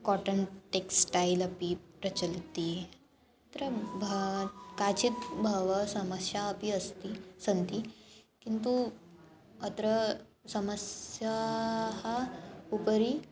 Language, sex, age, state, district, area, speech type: Sanskrit, female, 18-30, Maharashtra, Nagpur, urban, spontaneous